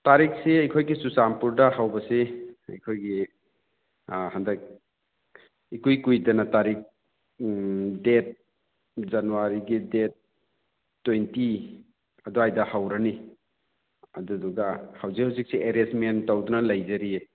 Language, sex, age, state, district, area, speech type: Manipuri, male, 45-60, Manipur, Churachandpur, urban, conversation